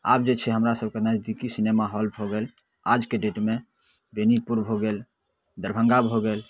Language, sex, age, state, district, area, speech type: Maithili, male, 18-30, Bihar, Darbhanga, rural, spontaneous